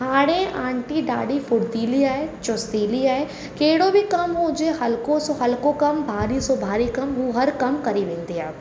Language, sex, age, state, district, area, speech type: Sindhi, female, 18-30, Rajasthan, Ajmer, urban, spontaneous